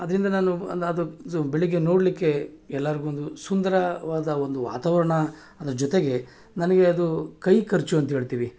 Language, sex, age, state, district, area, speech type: Kannada, male, 45-60, Karnataka, Mysore, urban, spontaneous